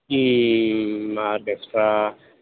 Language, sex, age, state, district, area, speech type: Tamil, male, 60+, Tamil Nadu, Madurai, rural, conversation